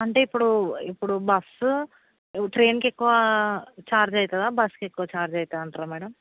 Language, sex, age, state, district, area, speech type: Telugu, female, 45-60, Telangana, Hyderabad, urban, conversation